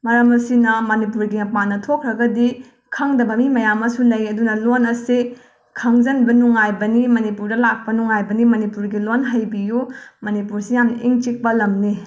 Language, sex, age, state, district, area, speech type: Manipuri, female, 30-45, Manipur, Imphal West, rural, spontaneous